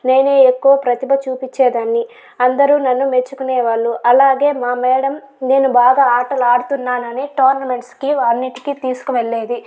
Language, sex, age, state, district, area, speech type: Telugu, female, 18-30, Andhra Pradesh, Chittoor, urban, spontaneous